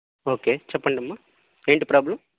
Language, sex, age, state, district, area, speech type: Telugu, male, 18-30, Andhra Pradesh, Nellore, rural, conversation